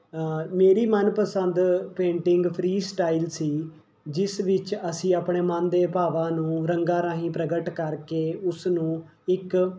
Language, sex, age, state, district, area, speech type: Punjabi, male, 18-30, Punjab, Mohali, urban, spontaneous